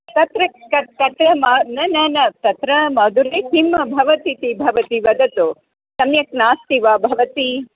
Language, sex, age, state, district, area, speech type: Sanskrit, female, 45-60, Karnataka, Dharwad, urban, conversation